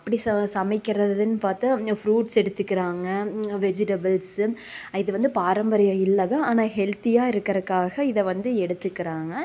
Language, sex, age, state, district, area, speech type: Tamil, female, 18-30, Tamil Nadu, Tiruppur, rural, spontaneous